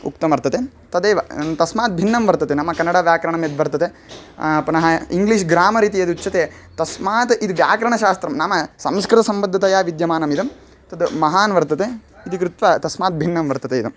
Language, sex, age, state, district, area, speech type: Sanskrit, male, 18-30, Karnataka, Chitradurga, rural, spontaneous